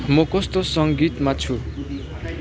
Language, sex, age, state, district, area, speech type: Nepali, male, 18-30, West Bengal, Kalimpong, rural, read